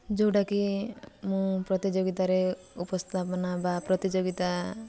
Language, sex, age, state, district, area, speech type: Odia, female, 30-45, Odisha, Koraput, urban, spontaneous